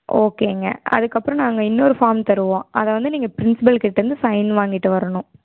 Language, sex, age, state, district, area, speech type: Tamil, female, 18-30, Tamil Nadu, Erode, rural, conversation